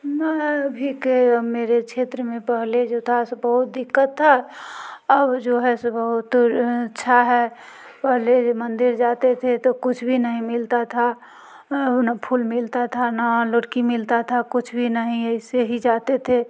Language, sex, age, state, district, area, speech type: Hindi, female, 45-60, Bihar, Muzaffarpur, rural, spontaneous